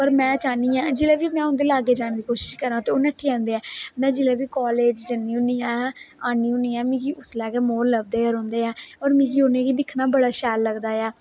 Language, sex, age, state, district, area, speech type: Dogri, female, 18-30, Jammu and Kashmir, Kathua, rural, spontaneous